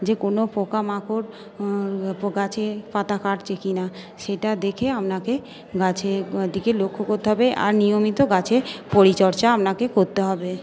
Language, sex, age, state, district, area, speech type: Bengali, female, 45-60, West Bengal, Purba Bardhaman, urban, spontaneous